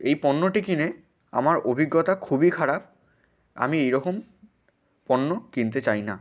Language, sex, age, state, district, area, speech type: Bengali, male, 18-30, West Bengal, Hooghly, urban, spontaneous